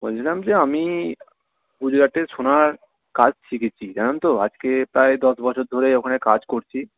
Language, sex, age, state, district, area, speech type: Bengali, male, 30-45, West Bengal, Purulia, urban, conversation